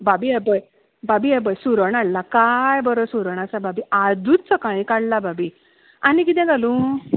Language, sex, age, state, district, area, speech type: Goan Konkani, female, 30-45, Goa, Bardez, rural, conversation